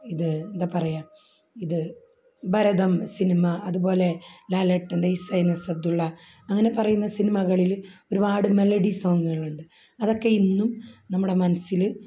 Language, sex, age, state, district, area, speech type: Malayalam, female, 45-60, Kerala, Kasaragod, rural, spontaneous